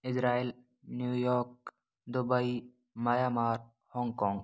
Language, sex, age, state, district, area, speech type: Hindi, male, 18-30, Rajasthan, Bharatpur, rural, spontaneous